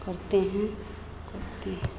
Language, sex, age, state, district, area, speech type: Hindi, female, 45-60, Bihar, Begusarai, rural, spontaneous